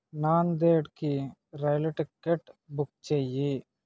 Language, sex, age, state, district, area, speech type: Telugu, male, 30-45, Andhra Pradesh, Kakinada, rural, read